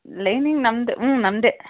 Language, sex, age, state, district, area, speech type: Kannada, female, 60+, Karnataka, Kolar, rural, conversation